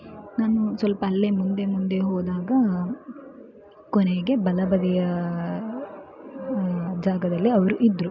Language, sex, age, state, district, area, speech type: Kannada, female, 18-30, Karnataka, Shimoga, rural, spontaneous